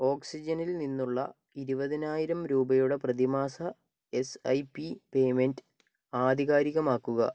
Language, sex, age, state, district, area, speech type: Malayalam, male, 30-45, Kerala, Kozhikode, urban, read